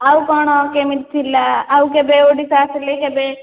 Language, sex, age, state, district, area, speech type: Odia, female, 18-30, Odisha, Nayagarh, rural, conversation